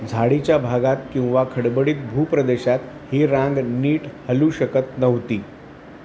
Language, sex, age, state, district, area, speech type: Marathi, male, 45-60, Maharashtra, Thane, rural, read